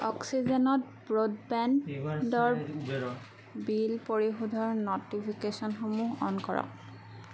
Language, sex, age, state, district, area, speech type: Assamese, female, 30-45, Assam, Darrang, rural, read